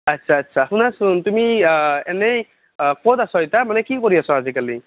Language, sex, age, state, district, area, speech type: Assamese, male, 18-30, Assam, Nalbari, rural, conversation